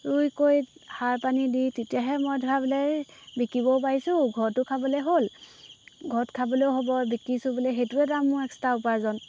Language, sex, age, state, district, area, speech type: Assamese, female, 18-30, Assam, Golaghat, urban, spontaneous